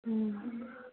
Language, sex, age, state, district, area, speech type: Manipuri, female, 18-30, Manipur, Kangpokpi, rural, conversation